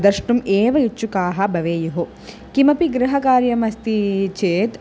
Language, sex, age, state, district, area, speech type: Sanskrit, female, 18-30, Tamil Nadu, Chennai, urban, spontaneous